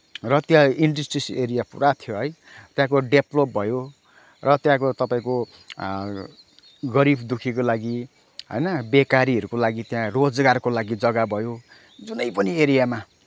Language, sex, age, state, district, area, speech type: Nepali, male, 30-45, West Bengal, Kalimpong, rural, spontaneous